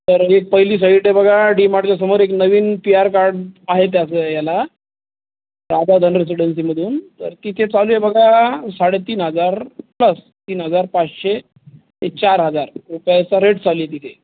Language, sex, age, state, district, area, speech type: Marathi, male, 30-45, Maharashtra, Jalna, urban, conversation